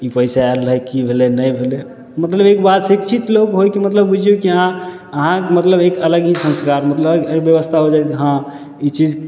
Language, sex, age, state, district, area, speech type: Maithili, male, 18-30, Bihar, Samastipur, urban, spontaneous